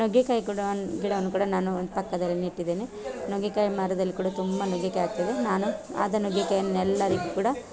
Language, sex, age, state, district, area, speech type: Kannada, female, 30-45, Karnataka, Dakshina Kannada, rural, spontaneous